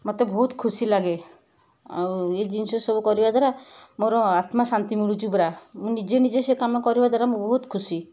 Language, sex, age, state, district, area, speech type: Odia, female, 60+, Odisha, Kendujhar, urban, spontaneous